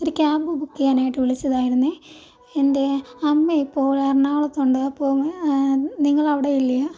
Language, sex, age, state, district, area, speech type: Malayalam, female, 18-30, Kerala, Idukki, rural, spontaneous